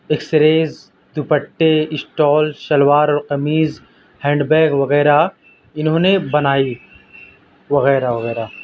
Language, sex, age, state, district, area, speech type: Urdu, male, 30-45, Delhi, South Delhi, rural, spontaneous